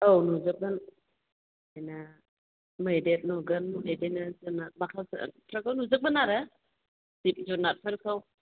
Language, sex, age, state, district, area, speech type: Bodo, female, 45-60, Assam, Chirang, rural, conversation